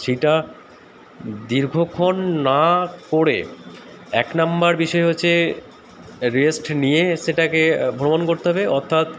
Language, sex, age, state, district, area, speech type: Bengali, male, 30-45, West Bengal, Dakshin Dinajpur, urban, spontaneous